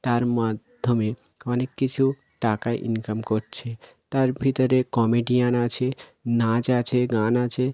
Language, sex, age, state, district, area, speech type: Bengali, male, 18-30, West Bengal, South 24 Parganas, rural, spontaneous